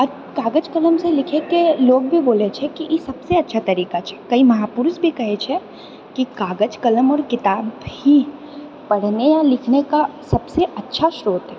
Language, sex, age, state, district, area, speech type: Maithili, female, 30-45, Bihar, Purnia, urban, spontaneous